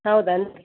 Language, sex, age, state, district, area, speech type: Kannada, female, 45-60, Karnataka, Gadag, rural, conversation